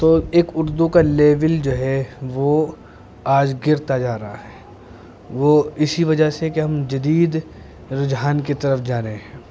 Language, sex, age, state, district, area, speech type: Urdu, male, 18-30, Uttar Pradesh, Muzaffarnagar, urban, spontaneous